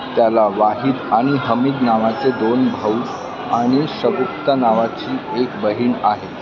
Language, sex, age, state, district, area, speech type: Marathi, male, 30-45, Maharashtra, Thane, urban, read